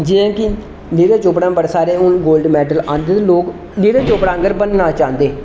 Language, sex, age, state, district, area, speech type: Dogri, male, 18-30, Jammu and Kashmir, Reasi, rural, spontaneous